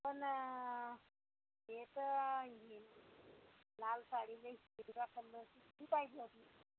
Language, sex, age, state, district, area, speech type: Marathi, female, 45-60, Maharashtra, Gondia, rural, conversation